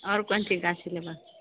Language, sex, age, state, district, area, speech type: Maithili, female, 18-30, Bihar, Madhepura, rural, conversation